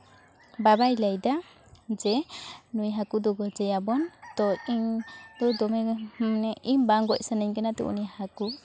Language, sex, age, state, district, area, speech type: Santali, female, 18-30, West Bengal, Purulia, rural, spontaneous